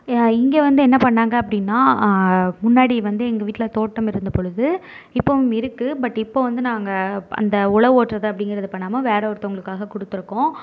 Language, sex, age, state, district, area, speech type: Tamil, female, 30-45, Tamil Nadu, Mayiladuthurai, urban, spontaneous